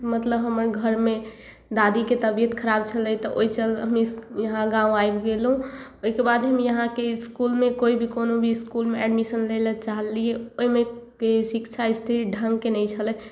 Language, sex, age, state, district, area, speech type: Maithili, female, 18-30, Bihar, Samastipur, urban, spontaneous